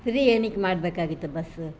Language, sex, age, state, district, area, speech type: Kannada, female, 60+, Karnataka, Mysore, rural, spontaneous